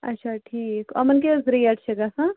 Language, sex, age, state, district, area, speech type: Kashmiri, female, 30-45, Jammu and Kashmir, Ganderbal, rural, conversation